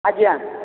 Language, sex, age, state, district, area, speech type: Odia, male, 30-45, Odisha, Boudh, rural, conversation